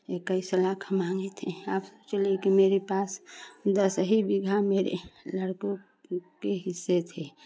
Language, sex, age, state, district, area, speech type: Hindi, female, 45-60, Uttar Pradesh, Chandauli, urban, spontaneous